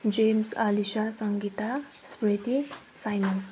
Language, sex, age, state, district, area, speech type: Nepali, female, 18-30, West Bengal, Kalimpong, rural, spontaneous